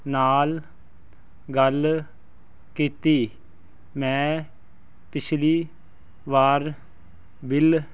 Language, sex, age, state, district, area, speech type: Punjabi, male, 30-45, Punjab, Fazilka, rural, spontaneous